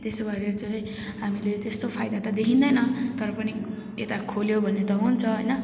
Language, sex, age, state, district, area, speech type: Nepali, male, 18-30, West Bengal, Kalimpong, rural, spontaneous